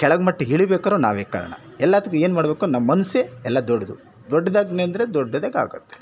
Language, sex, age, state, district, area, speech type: Kannada, male, 60+, Karnataka, Bangalore Rural, rural, spontaneous